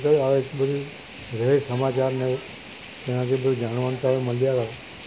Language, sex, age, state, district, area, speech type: Gujarati, male, 60+, Gujarat, Valsad, rural, spontaneous